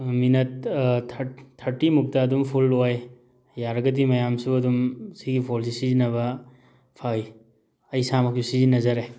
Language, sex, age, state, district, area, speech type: Manipuri, male, 30-45, Manipur, Thoubal, urban, spontaneous